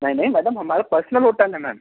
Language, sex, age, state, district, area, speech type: Hindi, male, 30-45, Madhya Pradesh, Betul, rural, conversation